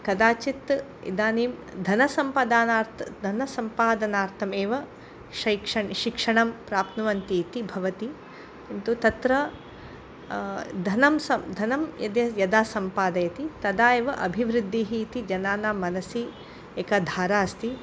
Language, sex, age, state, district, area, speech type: Sanskrit, female, 45-60, Karnataka, Udupi, urban, spontaneous